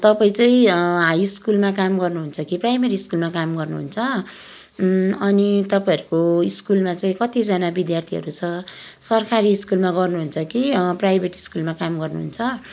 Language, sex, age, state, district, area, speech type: Nepali, female, 45-60, West Bengal, Kalimpong, rural, spontaneous